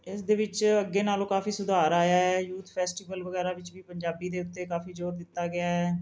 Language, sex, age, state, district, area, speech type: Punjabi, female, 45-60, Punjab, Mohali, urban, spontaneous